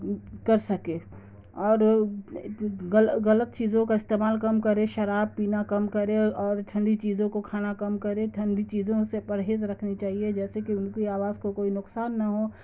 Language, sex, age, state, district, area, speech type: Urdu, female, 30-45, Bihar, Darbhanga, rural, spontaneous